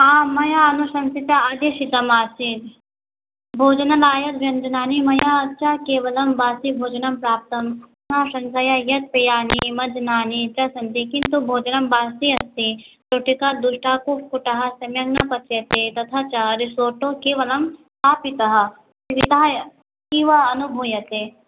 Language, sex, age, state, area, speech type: Sanskrit, female, 18-30, Assam, rural, conversation